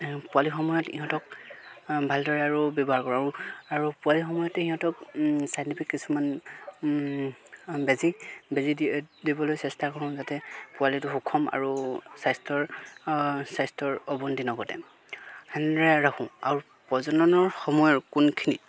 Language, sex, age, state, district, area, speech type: Assamese, male, 30-45, Assam, Golaghat, rural, spontaneous